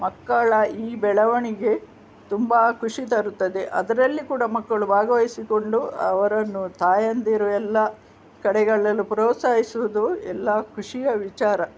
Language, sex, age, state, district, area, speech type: Kannada, female, 60+, Karnataka, Udupi, rural, spontaneous